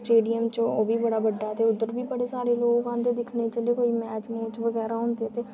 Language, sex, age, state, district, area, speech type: Dogri, female, 18-30, Jammu and Kashmir, Jammu, rural, spontaneous